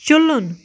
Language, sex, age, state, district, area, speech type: Kashmiri, female, 18-30, Jammu and Kashmir, Baramulla, rural, read